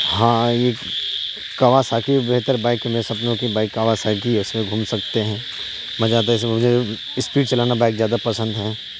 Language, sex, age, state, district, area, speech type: Urdu, male, 30-45, Bihar, Supaul, urban, spontaneous